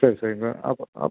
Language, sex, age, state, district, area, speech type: Tamil, male, 45-60, Tamil Nadu, Erode, rural, conversation